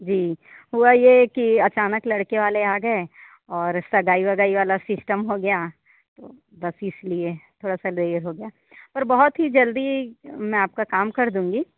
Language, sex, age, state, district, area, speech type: Hindi, female, 30-45, Madhya Pradesh, Katni, urban, conversation